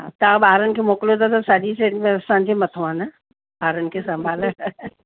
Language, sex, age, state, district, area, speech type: Sindhi, female, 45-60, Delhi, South Delhi, urban, conversation